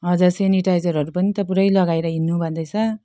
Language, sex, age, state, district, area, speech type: Nepali, female, 30-45, West Bengal, Jalpaiguri, rural, spontaneous